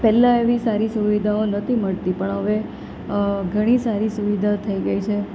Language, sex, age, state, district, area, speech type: Gujarati, female, 30-45, Gujarat, Valsad, rural, spontaneous